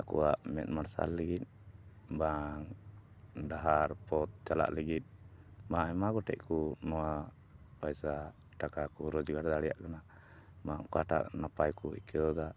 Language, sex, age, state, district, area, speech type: Santali, male, 45-60, West Bengal, Dakshin Dinajpur, rural, spontaneous